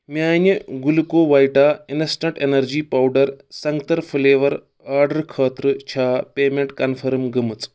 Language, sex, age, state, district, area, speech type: Kashmiri, male, 45-60, Jammu and Kashmir, Kulgam, urban, read